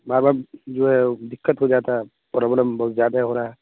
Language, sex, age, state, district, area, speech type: Urdu, male, 30-45, Bihar, Saharsa, rural, conversation